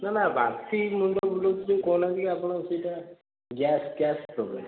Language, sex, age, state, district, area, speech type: Odia, male, 18-30, Odisha, Puri, urban, conversation